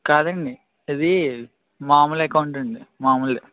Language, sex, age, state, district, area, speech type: Telugu, male, 18-30, Andhra Pradesh, Eluru, rural, conversation